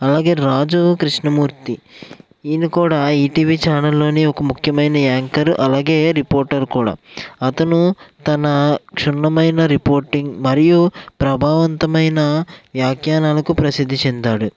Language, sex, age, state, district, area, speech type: Telugu, male, 18-30, Andhra Pradesh, Eluru, urban, spontaneous